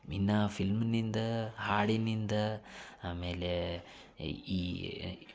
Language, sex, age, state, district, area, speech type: Kannada, male, 30-45, Karnataka, Dharwad, urban, spontaneous